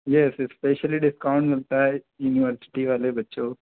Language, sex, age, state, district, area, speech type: Hindi, male, 18-30, Madhya Pradesh, Bhopal, urban, conversation